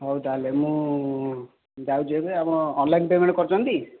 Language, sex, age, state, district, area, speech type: Odia, male, 18-30, Odisha, Jajpur, rural, conversation